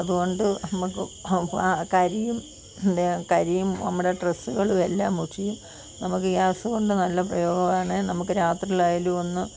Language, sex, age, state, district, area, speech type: Malayalam, female, 45-60, Kerala, Kollam, rural, spontaneous